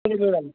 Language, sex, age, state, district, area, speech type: Sindhi, male, 45-60, Rajasthan, Ajmer, urban, conversation